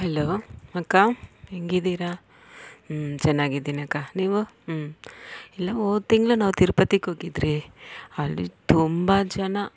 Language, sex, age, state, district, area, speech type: Kannada, female, 45-60, Karnataka, Bangalore Rural, rural, spontaneous